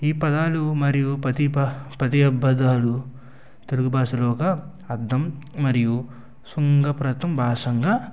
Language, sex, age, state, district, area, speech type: Telugu, male, 60+, Andhra Pradesh, Eluru, rural, spontaneous